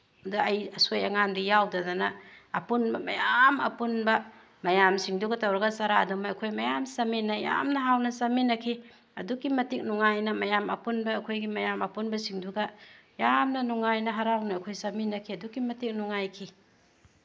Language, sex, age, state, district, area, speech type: Manipuri, female, 45-60, Manipur, Tengnoupal, rural, spontaneous